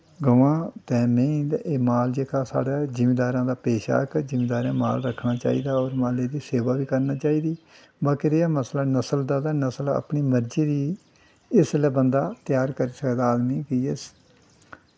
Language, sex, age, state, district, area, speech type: Dogri, male, 60+, Jammu and Kashmir, Udhampur, rural, spontaneous